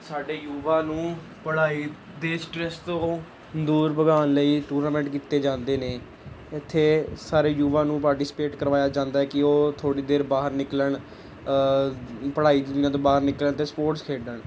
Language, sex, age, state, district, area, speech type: Punjabi, male, 18-30, Punjab, Gurdaspur, urban, spontaneous